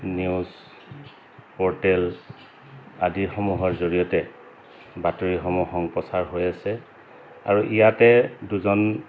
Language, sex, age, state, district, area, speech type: Assamese, male, 45-60, Assam, Dhemaji, rural, spontaneous